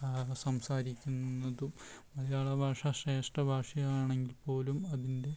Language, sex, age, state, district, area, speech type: Malayalam, male, 18-30, Kerala, Wayanad, rural, spontaneous